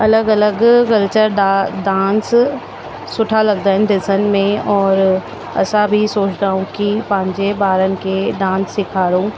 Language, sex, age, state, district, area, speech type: Sindhi, female, 30-45, Delhi, South Delhi, urban, spontaneous